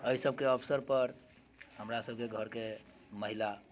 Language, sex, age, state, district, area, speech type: Maithili, male, 45-60, Bihar, Muzaffarpur, urban, spontaneous